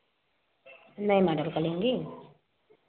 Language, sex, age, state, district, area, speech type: Hindi, female, 30-45, Uttar Pradesh, Varanasi, urban, conversation